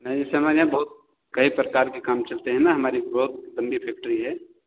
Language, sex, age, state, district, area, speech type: Hindi, male, 45-60, Uttar Pradesh, Ayodhya, rural, conversation